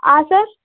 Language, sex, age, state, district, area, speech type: Kannada, female, 18-30, Karnataka, Vijayanagara, rural, conversation